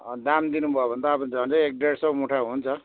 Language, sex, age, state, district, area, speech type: Nepali, male, 60+, West Bengal, Darjeeling, rural, conversation